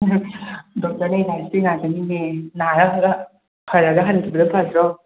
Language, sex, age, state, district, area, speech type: Manipuri, female, 45-60, Manipur, Imphal West, rural, conversation